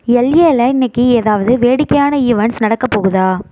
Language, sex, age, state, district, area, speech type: Tamil, female, 30-45, Tamil Nadu, Mayiladuthurai, urban, read